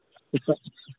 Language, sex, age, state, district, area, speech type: Santali, male, 30-45, Jharkhand, East Singhbhum, rural, conversation